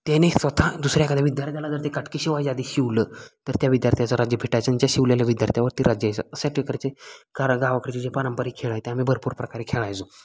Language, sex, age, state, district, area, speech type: Marathi, male, 18-30, Maharashtra, Satara, rural, spontaneous